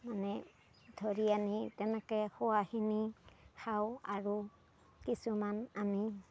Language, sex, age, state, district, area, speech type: Assamese, female, 45-60, Assam, Darrang, rural, spontaneous